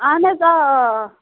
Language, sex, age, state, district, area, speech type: Kashmiri, female, 30-45, Jammu and Kashmir, Budgam, rural, conversation